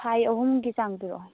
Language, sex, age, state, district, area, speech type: Manipuri, female, 18-30, Manipur, Churachandpur, rural, conversation